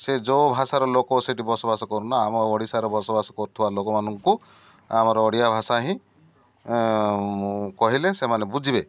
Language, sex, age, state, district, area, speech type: Odia, male, 60+, Odisha, Malkangiri, urban, spontaneous